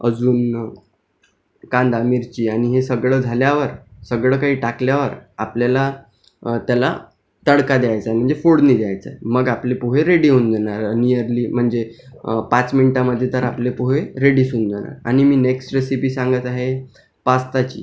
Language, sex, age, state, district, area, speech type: Marathi, male, 18-30, Maharashtra, Akola, urban, spontaneous